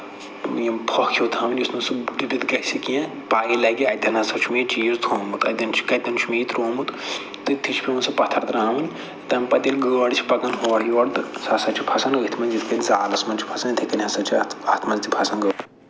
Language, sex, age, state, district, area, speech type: Kashmiri, male, 45-60, Jammu and Kashmir, Budgam, rural, spontaneous